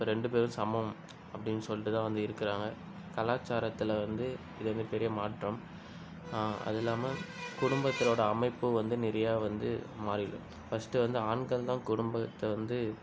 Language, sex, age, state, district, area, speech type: Tamil, male, 18-30, Tamil Nadu, Cuddalore, urban, spontaneous